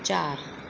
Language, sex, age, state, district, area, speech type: Sindhi, female, 30-45, Gujarat, Ahmedabad, urban, read